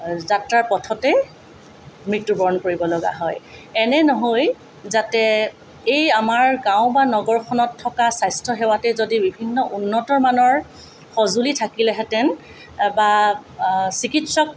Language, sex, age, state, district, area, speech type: Assamese, female, 45-60, Assam, Tinsukia, rural, spontaneous